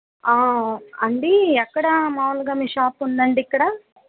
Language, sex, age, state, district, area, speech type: Telugu, female, 18-30, Andhra Pradesh, Guntur, rural, conversation